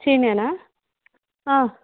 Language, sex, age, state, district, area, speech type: Kannada, female, 30-45, Karnataka, Mandya, rural, conversation